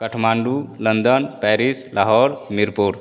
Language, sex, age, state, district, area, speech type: Hindi, male, 30-45, Bihar, Vaishali, urban, spontaneous